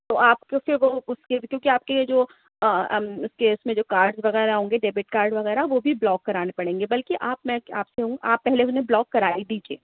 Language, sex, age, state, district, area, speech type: Urdu, female, 45-60, Delhi, New Delhi, urban, conversation